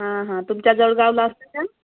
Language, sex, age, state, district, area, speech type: Marathi, female, 30-45, Maharashtra, Nagpur, rural, conversation